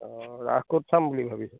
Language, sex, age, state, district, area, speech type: Assamese, male, 30-45, Assam, Majuli, urban, conversation